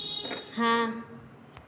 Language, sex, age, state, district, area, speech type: Hindi, female, 18-30, Uttar Pradesh, Azamgarh, urban, read